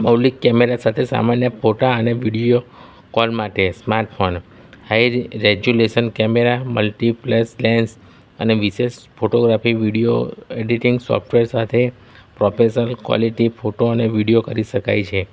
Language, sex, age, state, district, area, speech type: Gujarati, male, 30-45, Gujarat, Kheda, rural, spontaneous